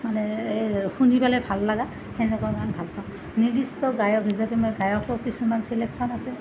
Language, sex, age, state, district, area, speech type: Assamese, female, 30-45, Assam, Nalbari, rural, spontaneous